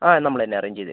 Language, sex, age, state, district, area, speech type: Malayalam, female, 18-30, Kerala, Wayanad, rural, conversation